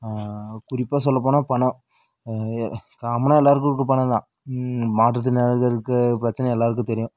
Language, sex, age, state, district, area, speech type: Tamil, female, 18-30, Tamil Nadu, Dharmapuri, rural, spontaneous